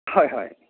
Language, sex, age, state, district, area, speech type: Assamese, male, 60+, Assam, Nagaon, rural, conversation